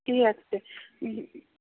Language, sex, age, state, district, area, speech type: Kashmiri, female, 60+, Jammu and Kashmir, Srinagar, urban, conversation